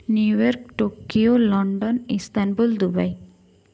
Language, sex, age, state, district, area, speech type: Odia, female, 18-30, Odisha, Kendujhar, urban, spontaneous